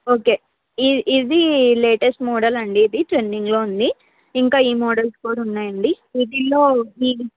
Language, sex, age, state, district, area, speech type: Telugu, female, 30-45, Andhra Pradesh, N T Rama Rao, urban, conversation